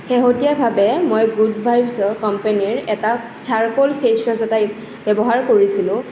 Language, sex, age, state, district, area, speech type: Assamese, female, 18-30, Assam, Nalbari, rural, spontaneous